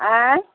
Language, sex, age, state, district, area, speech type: Maithili, female, 60+, Bihar, Muzaffarpur, rural, conversation